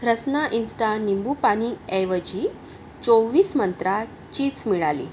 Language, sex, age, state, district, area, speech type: Marathi, female, 45-60, Maharashtra, Yavatmal, urban, read